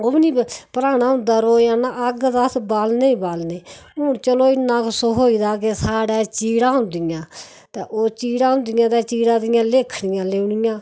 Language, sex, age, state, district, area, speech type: Dogri, female, 60+, Jammu and Kashmir, Udhampur, rural, spontaneous